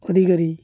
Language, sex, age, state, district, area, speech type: Odia, male, 30-45, Odisha, Malkangiri, urban, spontaneous